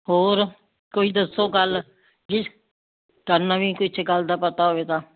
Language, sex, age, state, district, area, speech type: Punjabi, female, 60+, Punjab, Fazilka, rural, conversation